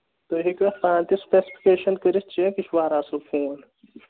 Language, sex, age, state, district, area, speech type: Kashmiri, male, 18-30, Jammu and Kashmir, Kulgam, urban, conversation